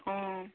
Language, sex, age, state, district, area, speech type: Manipuri, female, 18-30, Manipur, Kangpokpi, urban, conversation